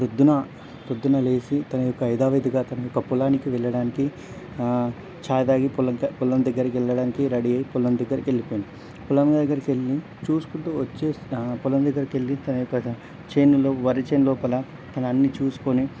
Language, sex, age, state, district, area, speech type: Telugu, male, 18-30, Telangana, Medchal, rural, spontaneous